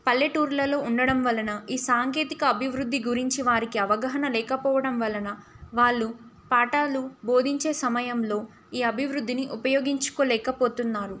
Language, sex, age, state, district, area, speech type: Telugu, female, 18-30, Telangana, Ranga Reddy, urban, spontaneous